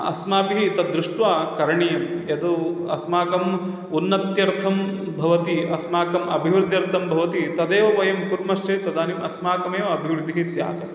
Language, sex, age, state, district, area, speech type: Sanskrit, male, 30-45, Kerala, Thrissur, urban, spontaneous